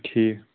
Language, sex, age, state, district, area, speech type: Kashmiri, male, 45-60, Jammu and Kashmir, Bandipora, rural, conversation